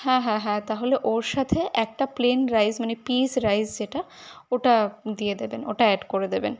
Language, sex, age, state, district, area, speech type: Bengali, female, 18-30, West Bengal, Kolkata, urban, spontaneous